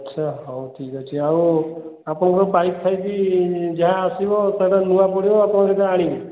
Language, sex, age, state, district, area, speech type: Odia, male, 30-45, Odisha, Khordha, rural, conversation